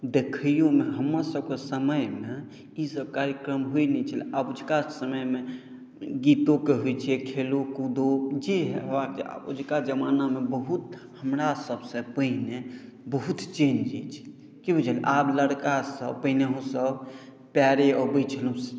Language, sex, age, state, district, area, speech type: Maithili, male, 30-45, Bihar, Madhubani, rural, spontaneous